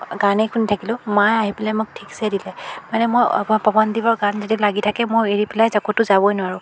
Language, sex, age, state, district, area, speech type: Assamese, female, 45-60, Assam, Biswanath, rural, spontaneous